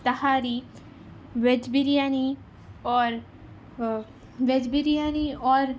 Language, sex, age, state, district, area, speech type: Urdu, female, 18-30, Telangana, Hyderabad, rural, spontaneous